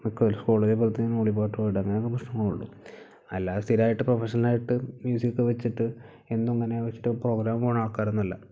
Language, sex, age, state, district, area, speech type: Malayalam, male, 18-30, Kerala, Malappuram, rural, spontaneous